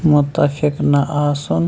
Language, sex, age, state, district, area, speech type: Kashmiri, male, 30-45, Jammu and Kashmir, Shopian, rural, read